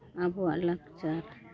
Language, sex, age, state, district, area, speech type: Santali, female, 45-60, Jharkhand, East Singhbhum, rural, spontaneous